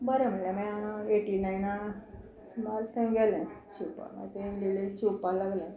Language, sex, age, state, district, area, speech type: Goan Konkani, female, 60+, Goa, Quepem, rural, spontaneous